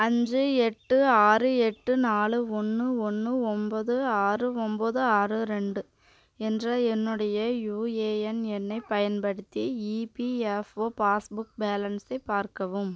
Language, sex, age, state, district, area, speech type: Tamil, female, 18-30, Tamil Nadu, Coimbatore, rural, read